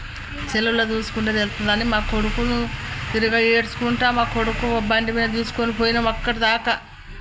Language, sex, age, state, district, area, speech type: Telugu, female, 60+, Telangana, Peddapalli, rural, spontaneous